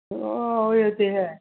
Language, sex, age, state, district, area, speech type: Punjabi, female, 60+, Punjab, Gurdaspur, rural, conversation